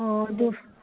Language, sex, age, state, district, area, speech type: Manipuri, female, 45-60, Manipur, Churachandpur, rural, conversation